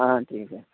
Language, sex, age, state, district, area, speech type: Urdu, male, 30-45, Uttar Pradesh, Lucknow, urban, conversation